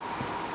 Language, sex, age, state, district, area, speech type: Assamese, male, 60+, Assam, Goalpara, urban, spontaneous